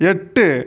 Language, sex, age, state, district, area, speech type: Tamil, male, 45-60, Tamil Nadu, Ariyalur, rural, read